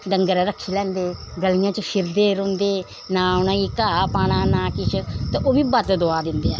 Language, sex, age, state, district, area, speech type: Dogri, female, 60+, Jammu and Kashmir, Samba, rural, spontaneous